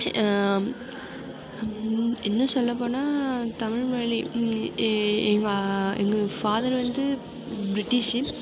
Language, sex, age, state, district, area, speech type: Tamil, female, 18-30, Tamil Nadu, Mayiladuthurai, urban, spontaneous